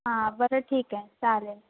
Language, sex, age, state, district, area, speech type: Marathi, female, 18-30, Maharashtra, Ratnagiri, rural, conversation